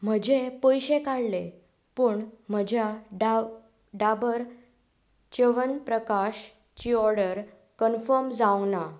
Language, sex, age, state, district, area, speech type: Goan Konkani, female, 18-30, Goa, Tiswadi, rural, read